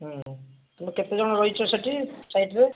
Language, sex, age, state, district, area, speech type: Odia, male, 45-60, Odisha, Bhadrak, rural, conversation